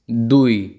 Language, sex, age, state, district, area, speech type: Bengali, male, 30-45, West Bengal, South 24 Parganas, rural, read